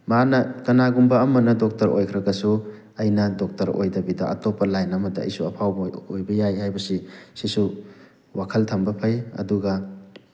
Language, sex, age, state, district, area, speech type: Manipuri, male, 30-45, Manipur, Thoubal, rural, spontaneous